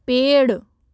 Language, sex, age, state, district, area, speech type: Hindi, female, 30-45, Rajasthan, Jaipur, urban, read